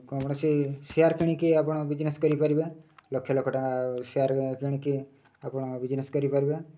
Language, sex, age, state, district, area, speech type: Odia, male, 30-45, Odisha, Mayurbhanj, rural, spontaneous